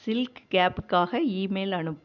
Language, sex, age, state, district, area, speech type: Tamil, female, 45-60, Tamil Nadu, Namakkal, rural, read